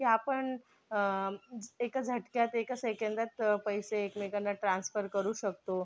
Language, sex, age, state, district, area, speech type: Marathi, female, 18-30, Maharashtra, Thane, urban, spontaneous